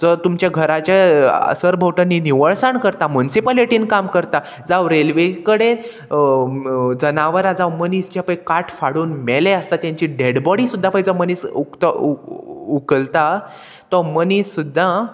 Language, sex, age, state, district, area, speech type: Goan Konkani, male, 18-30, Goa, Murmgao, rural, spontaneous